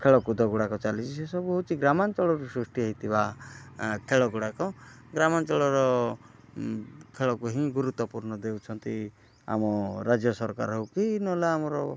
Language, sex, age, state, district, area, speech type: Odia, male, 30-45, Odisha, Kalahandi, rural, spontaneous